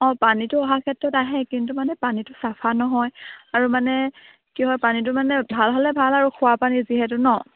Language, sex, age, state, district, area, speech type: Assamese, female, 18-30, Assam, Sivasagar, rural, conversation